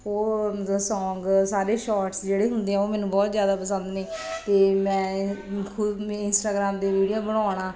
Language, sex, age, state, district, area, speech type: Punjabi, female, 30-45, Punjab, Bathinda, urban, spontaneous